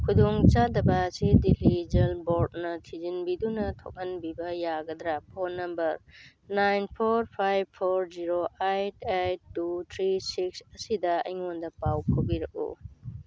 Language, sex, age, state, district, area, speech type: Manipuri, female, 45-60, Manipur, Churachandpur, urban, read